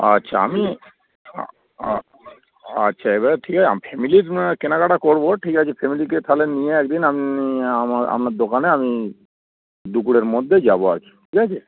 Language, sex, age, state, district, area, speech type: Bengali, male, 30-45, West Bengal, Darjeeling, rural, conversation